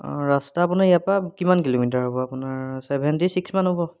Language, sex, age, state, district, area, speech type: Assamese, male, 30-45, Assam, Biswanath, rural, spontaneous